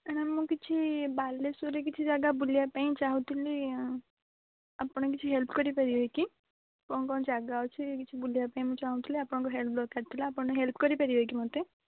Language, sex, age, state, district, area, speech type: Odia, female, 18-30, Odisha, Balasore, rural, conversation